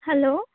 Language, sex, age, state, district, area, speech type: Santali, female, 18-30, West Bengal, Purba Bardhaman, rural, conversation